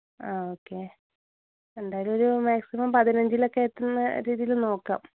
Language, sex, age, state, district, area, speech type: Malayalam, female, 30-45, Kerala, Wayanad, rural, conversation